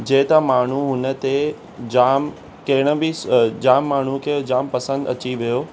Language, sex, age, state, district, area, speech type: Sindhi, male, 18-30, Maharashtra, Mumbai Suburban, urban, spontaneous